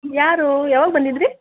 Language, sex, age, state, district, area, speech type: Kannada, female, 30-45, Karnataka, Kolar, urban, conversation